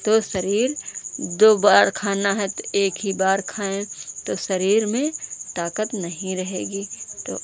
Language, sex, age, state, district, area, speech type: Hindi, female, 45-60, Uttar Pradesh, Lucknow, rural, spontaneous